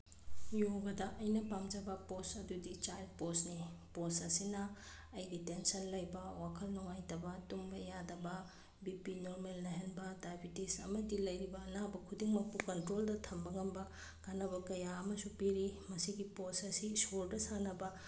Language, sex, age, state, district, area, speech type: Manipuri, female, 30-45, Manipur, Bishnupur, rural, spontaneous